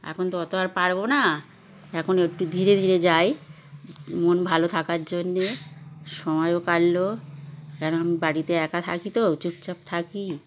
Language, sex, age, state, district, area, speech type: Bengali, female, 60+, West Bengal, Darjeeling, rural, spontaneous